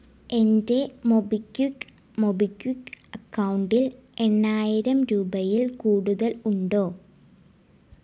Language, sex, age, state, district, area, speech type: Malayalam, female, 18-30, Kerala, Ernakulam, rural, read